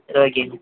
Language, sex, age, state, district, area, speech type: Tamil, male, 18-30, Tamil Nadu, Madurai, rural, conversation